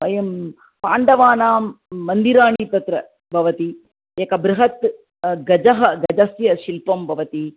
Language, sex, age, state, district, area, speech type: Sanskrit, female, 45-60, Andhra Pradesh, Chittoor, urban, conversation